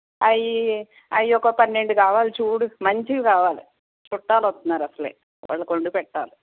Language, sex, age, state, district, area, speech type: Telugu, female, 30-45, Andhra Pradesh, Guntur, urban, conversation